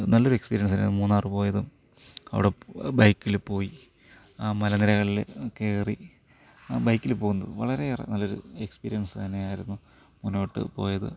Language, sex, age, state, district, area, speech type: Malayalam, male, 30-45, Kerala, Thiruvananthapuram, rural, spontaneous